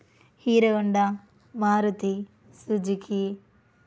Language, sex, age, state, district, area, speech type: Telugu, female, 30-45, Telangana, Karimnagar, rural, spontaneous